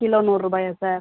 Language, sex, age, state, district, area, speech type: Tamil, female, 30-45, Tamil Nadu, Pudukkottai, urban, conversation